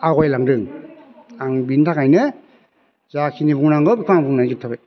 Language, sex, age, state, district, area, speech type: Bodo, male, 45-60, Assam, Chirang, rural, spontaneous